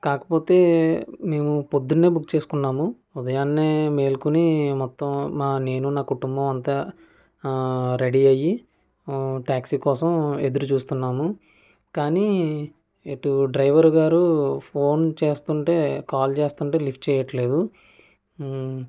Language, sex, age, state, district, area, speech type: Telugu, male, 45-60, Andhra Pradesh, Konaseema, rural, spontaneous